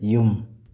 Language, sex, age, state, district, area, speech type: Manipuri, male, 30-45, Manipur, Tengnoupal, urban, read